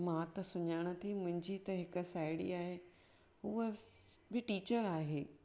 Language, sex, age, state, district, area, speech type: Sindhi, female, 45-60, Maharashtra, Thane, urban, spontaneous